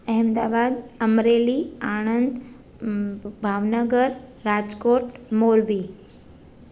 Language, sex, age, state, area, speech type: Sindhi, female, 30-45, Gujarat, urban, spontaneous